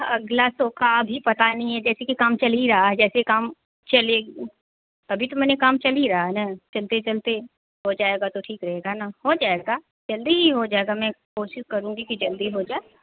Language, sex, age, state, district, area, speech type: Hindi, female, 45-60, Bihar, Darbhanga, rural, conversation